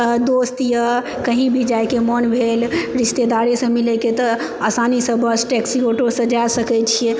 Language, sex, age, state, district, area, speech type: Maithili, female, 30-45, Bihar, Supaul, rural, spontaneous